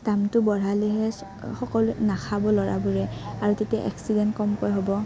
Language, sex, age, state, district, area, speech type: Assamese, female, 18-30, Assam, Udalguri, rural, spontaneous